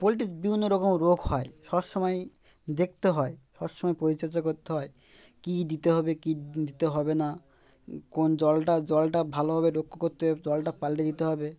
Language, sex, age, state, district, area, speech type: Bengali, male, 18-30, West Bengal, Uttar Dinajpur, urban, spontaneous